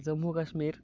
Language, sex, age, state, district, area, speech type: Assamese, male, 18-30, Assam, Barpeta, rural, spontaneous